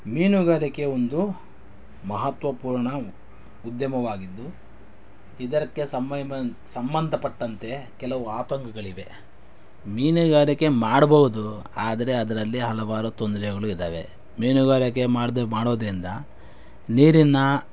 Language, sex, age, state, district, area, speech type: Kannada, male, 30-45, Karnataka, Chikkaballapur, rural, spontaneous